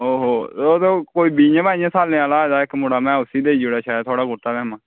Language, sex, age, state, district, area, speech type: Dogri, male, 18-30, Jammu and Kashmir, Kathua, rural, conversation